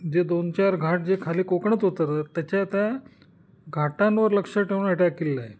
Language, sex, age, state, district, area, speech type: Marathi, male, 45-60, Maharashtra, Nashik, urban, spontaneous